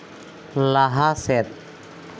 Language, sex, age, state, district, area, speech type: Santali, male, 30-45, Jharkhand, East Singhbhum, rural, read